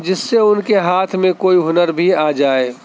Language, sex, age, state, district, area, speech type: Urdu, male, 30-45, Delhi, Central Delhi, urban, spontaneous